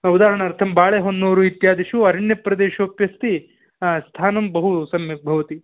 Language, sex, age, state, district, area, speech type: Sanskrit, male, 18-30, Karnataka, Uttara Kannada, rural, conversation